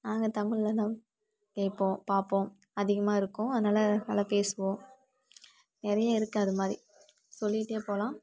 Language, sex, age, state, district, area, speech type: Tamil, female, 18-30, Tamil Nadu, Kallakurichi, urban, spontaneous